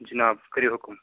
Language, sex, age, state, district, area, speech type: Kashmiri, male, 30-45, Jammu and Kashmir, Srinagar, urban, conversation